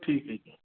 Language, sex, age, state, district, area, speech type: Punjabi, male, 30-45, Punjab, Mansa, urban, conversation